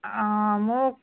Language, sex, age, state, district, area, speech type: Assamese, female, 60+, Assam, Golaghat, urban, conversation